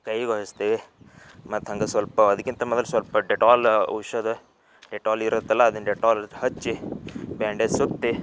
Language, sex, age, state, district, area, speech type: Kannada, male, 18-30, Karnataka, Dharwad, urban, spontaneous